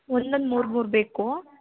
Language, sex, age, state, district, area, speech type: Kannada, female, 18-30, Karnataka, Hassan, rural, conversation